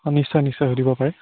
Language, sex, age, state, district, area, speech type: Assamese, male, 18-30, Assam, Charaideo, rural, conversation